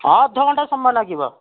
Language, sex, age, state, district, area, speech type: Odia, male, 60+, Odisha, Kandhamal, rural, conversation